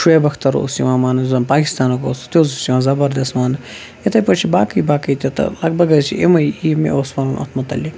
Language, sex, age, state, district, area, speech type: Kashmiri, male, 18-30, Jammu and Kashmir, Kupwara, rural, spontaneous